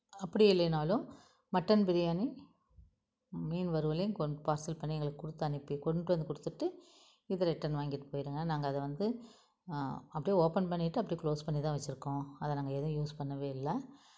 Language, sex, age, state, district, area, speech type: Tamil, female, 45-60, Tamil Nadu, Tiruppur, urban, spontaneous